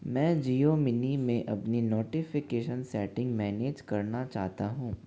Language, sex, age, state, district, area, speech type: Hindi, male, 18-30, Rajasthan, Jaipur, urban, read